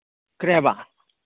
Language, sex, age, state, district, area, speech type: Manipuri, male, 30-45, Manipur, Ukhrul, urban, conversation